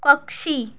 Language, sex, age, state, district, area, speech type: Marathi, female, 30-45, Maharashtra, Thane, urban, read